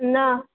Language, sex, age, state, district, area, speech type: Sindhi, female, 18-30, Gujarat, Junagadh, rural, conversation